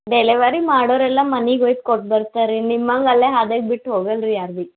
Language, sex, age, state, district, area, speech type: Kannada, female, 18-30, Karnataka, Gulbarga, urban, conversation